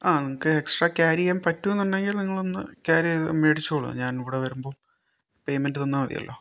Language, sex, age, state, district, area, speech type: Malayalam, male, 30-45, Kerala, Kozhikode, urban, spontaneous